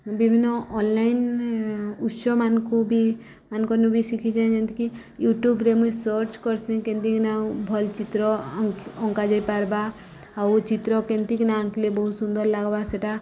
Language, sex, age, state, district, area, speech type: Odia, female, 30-45, Odisha, Subarnapur, urban, spontaneous